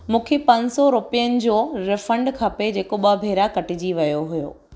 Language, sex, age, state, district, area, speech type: Sindhi, female, 18-30, Gujarat, Surat, urban, read